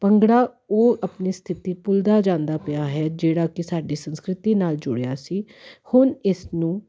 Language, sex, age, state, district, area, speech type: Punjabi, female, 30-45, Punjab, Jalandhar, urban, spontaneous